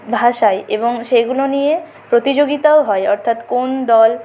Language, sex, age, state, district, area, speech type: Bengali, female, 30-45, West Bengal, Purulia, urban, spontaneous